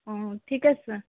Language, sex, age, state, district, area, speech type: Bengali, female, 18-30, West Bengal, Alipurduar, rural, conversation